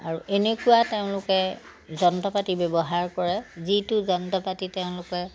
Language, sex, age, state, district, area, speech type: Assamese, male, 60+, Assam, Majuli, urban, spontaneous